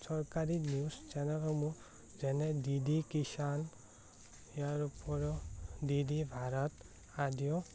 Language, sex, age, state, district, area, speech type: Assamese, male, 18-30, Assam, Morigaon, rural, spontaneous